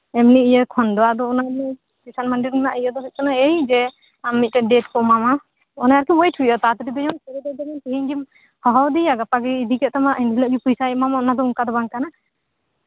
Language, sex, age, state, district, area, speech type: Santali, female, 30-45, West Bengal, Birbhum, rural, conversation